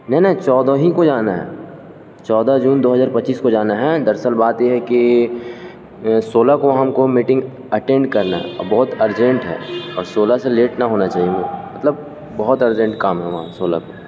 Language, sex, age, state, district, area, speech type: Urdu, male, 18-30, Bihar, Gaya, urban, spontaneous